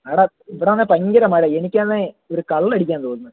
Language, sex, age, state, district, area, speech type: Malayalam, male, 18-30, Kerala, Kollam, rural, conversation